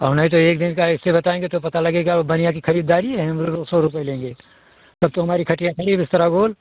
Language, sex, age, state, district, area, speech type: Hindi, male, 60+, Uttar Pradesh, Ayodhya, rural, conversation